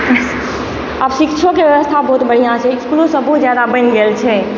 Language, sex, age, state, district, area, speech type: Maithili, female, 18-30, Bihar, Supaul, rural, spontaneous